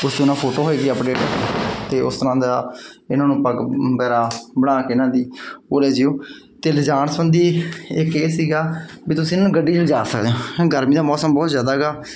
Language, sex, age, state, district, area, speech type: Punjabi, male, 45-60, Punjab, Barnala, rural, spontaneous